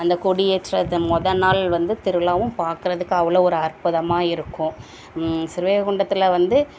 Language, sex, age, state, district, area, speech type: Tamil, female, 30-45, Tamil Nadu, Thoothukudi, rural, spontaneous